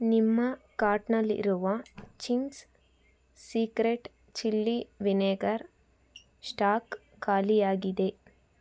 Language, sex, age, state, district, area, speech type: Kannada, female, 18-30, Karnataka, Tumkur, urban, read